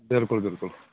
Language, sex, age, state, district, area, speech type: Kashmiri, female, 18-30, Jammu and Kashmir, Kulgam, rural, conversation